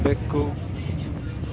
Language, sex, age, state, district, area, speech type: Kannada, male, 18-30, Karnataka, Davanagere, urban, read